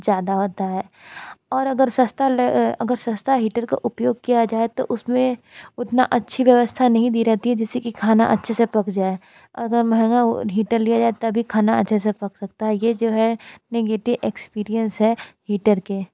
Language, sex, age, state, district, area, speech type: Hindi, female, 45-60, Uttar Pradesh, Sonbhadra, rural, spontaneous